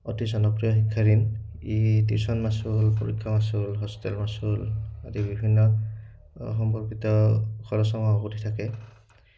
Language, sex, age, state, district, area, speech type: Assamese, male, 18-30, Assam, Udalguri, rural, spontaneous